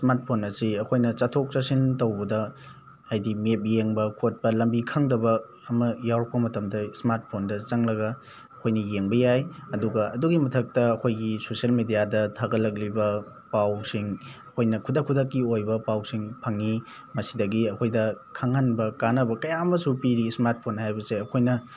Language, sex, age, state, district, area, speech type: Manipuri, male, 18-30, Manipur, Thoubal, rural, spontaneous